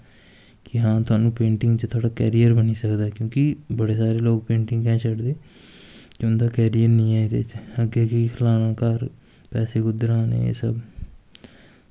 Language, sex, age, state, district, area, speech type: Dogri, male, 18-30, Jammu and Kashmir, Kathua, rural, spontaneous